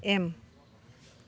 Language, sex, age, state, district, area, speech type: Bodo, female, 45-60, Assam, Kokrajhar, rural, read